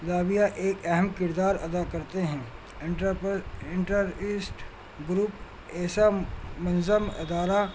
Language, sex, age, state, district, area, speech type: Urdu, male, 45-60, Delhi, New Delhi, urban, spontaneous